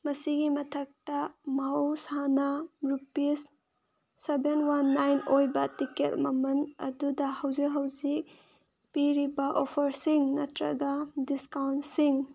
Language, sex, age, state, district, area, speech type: Manipuri, female, 30-45, Manipur, Senapati, rural, read